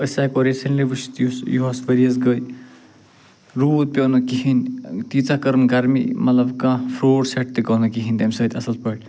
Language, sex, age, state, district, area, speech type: Kashmiri, male, 45-60, Jammu and Kashmir, Ganderbal, rural, spontaneous